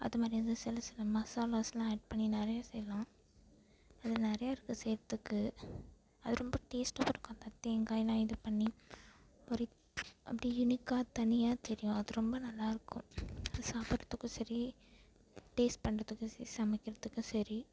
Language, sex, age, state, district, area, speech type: Tamil, female, 18-30, Tamil Nadu, Perambalur, rural, spontaneous